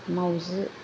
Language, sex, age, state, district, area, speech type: Bodo, female, 30-45, Assam, Kokrajhar, rural, read